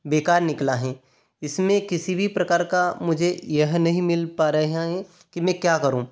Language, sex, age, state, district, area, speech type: Hindi, male, 30-45, Madhya Pradesh, Ujjain, rural, spontaneous